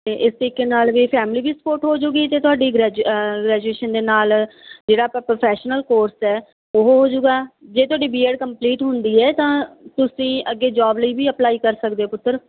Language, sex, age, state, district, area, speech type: Punjabi, female, 30-45, Punjab, Barnala, urban, conversation